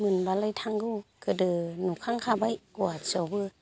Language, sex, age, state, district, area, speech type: Bodo, female, 60+, Assam, Chirang, rural, spontaneous